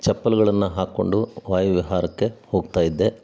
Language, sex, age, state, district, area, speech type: Kannada, male, 60+, Karnataka, Chitradurga, rural, spontaneous